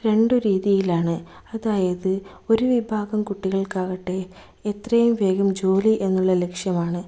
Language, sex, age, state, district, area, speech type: Malayalam, female, 30-45, Kerala, Kannur, rural, spontaneous